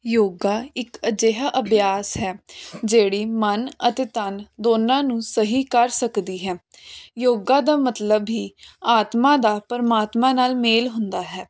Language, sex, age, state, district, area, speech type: Punjabi, female, 18-30, Punjab, Jalandhar, urban, spontaneous